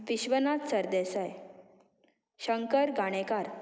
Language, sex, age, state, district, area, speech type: Goan Konkani, female, 18-30, Goa, Murmgao, urban, spontaneous